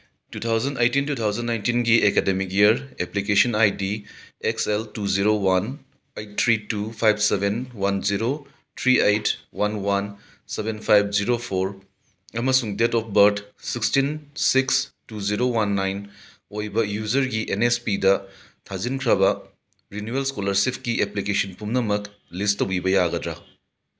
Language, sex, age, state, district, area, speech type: Manipuri, male, 60+, Manipur, Imphal West, urban, read